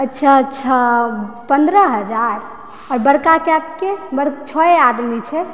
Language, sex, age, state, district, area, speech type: Maithili, female, 18-30, Bihar, Supaul, rural, spontaneous